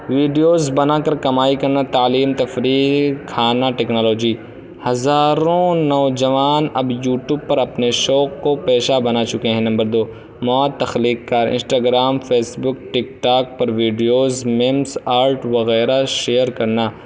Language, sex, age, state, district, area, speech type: Urdu, male, 18-30, Uttar Pradesh, Balrampur, rural, spontaneous